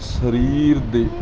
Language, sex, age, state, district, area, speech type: Punjabi, male, 30-45, Punjab, Mansa, urban, spontaneous